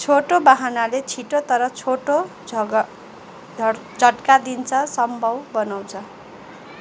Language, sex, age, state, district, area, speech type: Nepali, female, 45-60, West Bengal, Kalimpong, rural, read